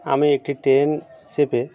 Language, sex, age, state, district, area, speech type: Bengali, male, 45-60, West Bengal, Birbhum, urban, spontaneous